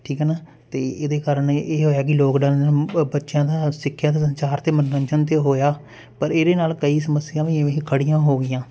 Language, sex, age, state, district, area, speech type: Punjabi, male, 30-45, Punjab, Jalandhar, urban, spontaneous